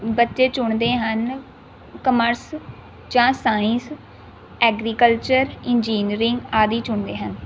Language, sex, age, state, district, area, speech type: Punjabi, female, 18-30, Punjab, Rupnagar, rural, spontaneous